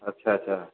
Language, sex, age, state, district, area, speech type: Hindi, male, 30-45, Bihar, Darbhanga, rural, conversation